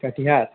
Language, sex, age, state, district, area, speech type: Urdu, male, 18-30, Bihar, Purnia, rural, conversation